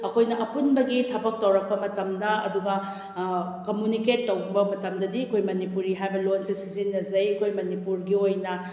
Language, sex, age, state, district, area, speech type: Manipuri, female, 30-45, Manipur, Kakching, rural, spontaneous